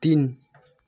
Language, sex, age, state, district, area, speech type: Nepali, male, 18-30, West Bengal, Kalimpong, rural, read